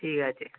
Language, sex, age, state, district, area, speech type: Bengali, male, 18-30, West Bengal, North 24 Parganas, urban, conversation